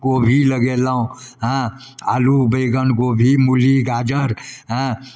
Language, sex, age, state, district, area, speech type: Maithili, male, 60+, Bihar, Darbhanga, rural, spontaneous